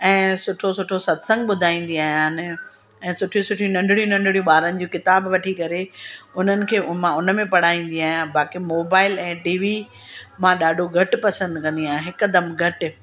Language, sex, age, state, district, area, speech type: Sindhi, female, 60+, Gujarat, Surat, urban, spontaneous